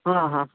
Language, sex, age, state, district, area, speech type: Sindhi, female, 60+, Delhi, South Delhi, urban, conversation